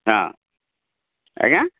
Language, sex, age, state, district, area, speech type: Odia, male, 45-60, Odisha, Rayagada, rural, conversation